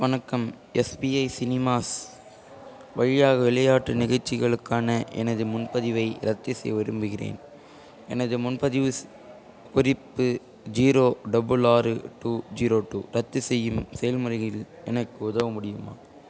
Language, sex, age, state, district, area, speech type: Tamil, male, 18-30, Tamil Nadu, Ranipet, rural, read